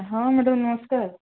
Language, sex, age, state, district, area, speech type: Odia, female, 30-45, Odisha, Sambalpur, rural, conversation